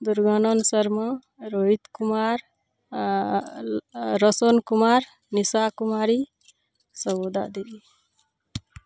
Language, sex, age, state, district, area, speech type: Maithili, female, 30-45, Bihar, Araria, rural, spontaneous